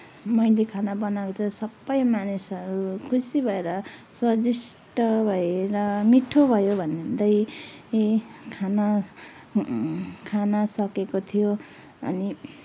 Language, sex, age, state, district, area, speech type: Nepali, female, 45-60, West Bengal, Kalimpong, rural, spontaneous